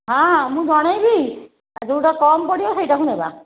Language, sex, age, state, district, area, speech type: Odia, female, 60+, Odisha, Angul, rural, conversation